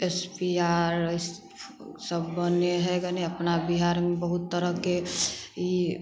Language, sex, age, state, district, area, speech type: Maithili, female, 30-45, Bihar, Samastipur, urban, spontaneous